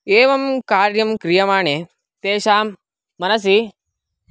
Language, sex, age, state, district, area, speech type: Sanskrit, male, 18-30, Karnataka, Mysore, urban, spontaneous